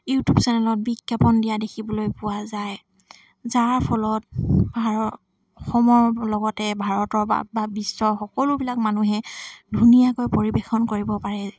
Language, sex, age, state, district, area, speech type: Assamese, female, 18-30, Assam, Dibrugarh, rural, spontaneous